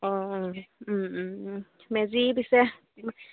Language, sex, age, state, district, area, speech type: Assamese, female, 18-30, Assam, Sivasagar, rural, conversation